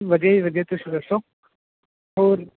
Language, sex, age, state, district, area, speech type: Punjabi, male, 18-30, Punjab, Ludhiana, urban, conversation